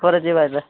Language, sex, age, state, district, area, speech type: Odia, male, 18-30, Odisha, Nabarangpur, urban, conversation